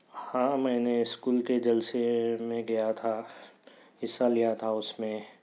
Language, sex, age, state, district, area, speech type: Urdu, male, 30-45, Telangana, Hyderabad, urban, spontaneous